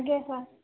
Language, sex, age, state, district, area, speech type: Odia, female, 18-30, Odisha, Balasore, rural, conversation